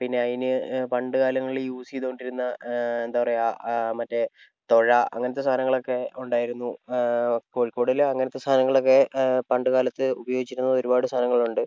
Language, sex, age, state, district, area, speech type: Malayalam, male, 18-30, Kerala, Kozhikode, urban, spontaneous